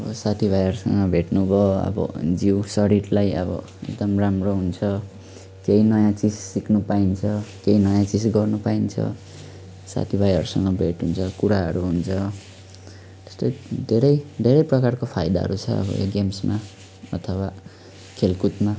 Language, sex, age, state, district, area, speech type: Nepali, male, 18-30, West Bengal, Jalpaiguri, rural, spontaneous